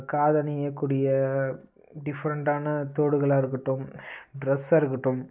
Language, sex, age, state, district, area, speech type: Tamil, male, 18-30, Tamil Nadu, Namakkal, rural, spontaneous